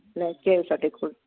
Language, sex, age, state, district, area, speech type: Punjabi, female, 60+, Punjab, Ludhiana, urban, conversation